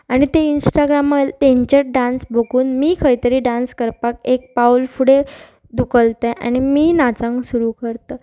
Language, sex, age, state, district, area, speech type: Goan Konkani, female, 18-30, Goa, Pernem, rural, spontaneous